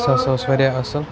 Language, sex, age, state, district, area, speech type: Kashmiri, male, 18-30, Jammu and Kashmir, Baramulla, rural, spontaneous